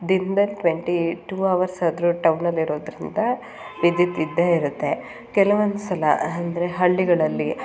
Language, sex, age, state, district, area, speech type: Kannada, female, 30-45, Karnataka, Hassan, urban, spontaneous